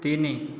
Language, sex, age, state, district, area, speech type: Odia, male, 18-30, Odisha, Khordha, rural, read